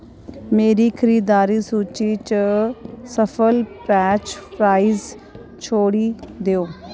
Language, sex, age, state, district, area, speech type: Dogri, female, 45-60, Jammu and Kashmir, Kathua, rural, read